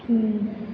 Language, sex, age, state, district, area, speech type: Hindi, female, 18-30, Madhya Pradesh, Hoshangabad, rural, spontaneous